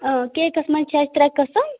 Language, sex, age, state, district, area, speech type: Kashmiri, female, 30-45, Jammu and Kashmir, Ganderbal, rural, conversation